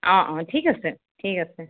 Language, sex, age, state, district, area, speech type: Assamese, female, 30-45, Assam, Sonitpur, urban, conversation